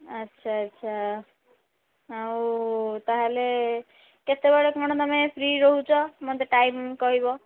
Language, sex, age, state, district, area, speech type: Odia, female, 45-60, Odisha, Sundergarh, rural, conversation